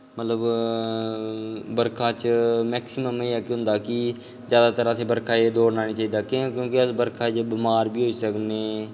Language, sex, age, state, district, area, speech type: Dogri, male, 18-30, Jammu and Kashmir, Kathua, rural, spontaneous